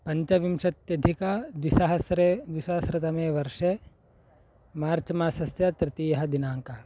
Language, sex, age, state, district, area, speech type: Sanskrit, male, 18-30, Karnataka, Chikkaballapur, rural, spontaneous